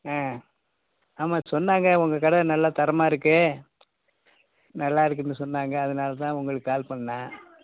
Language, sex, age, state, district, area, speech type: Tamil, male, 60+, Tamil Nadu, Thanjavur, rural, conversation